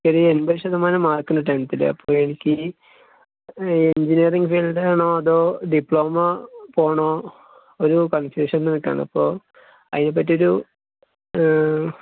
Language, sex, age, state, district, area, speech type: Malayalam, male, 18-30, Kerala, Thrissur, rural, conversation